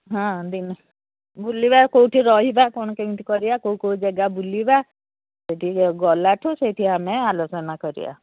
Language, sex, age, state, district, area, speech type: Odia, female, 60+, Odisha, Jharsuguda, rural, conversation